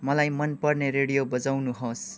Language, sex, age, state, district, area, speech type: Nepali, male, 18-30, West Bengal, Kalimpong, rural, read